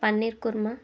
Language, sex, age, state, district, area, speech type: Telugu, female, 45-60, Andhra Pradesh, Kurnool, rural, spontaneous